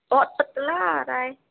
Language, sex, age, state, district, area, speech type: Urdu, female, 18-30, Uttar Pradesh, Gautam Buddha Nagar, urban, conversation